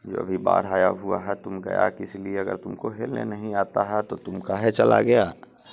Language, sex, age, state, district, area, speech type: Maithili, male, 30-45, Bihar, Muzaffarpur, urban, spontaneous